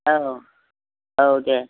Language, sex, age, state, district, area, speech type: Bodo, female, 60+, Assam, Chirang, rural, conversation